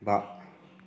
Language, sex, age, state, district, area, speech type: Bodo, male, 45-60, Assam, Chirang, rural, read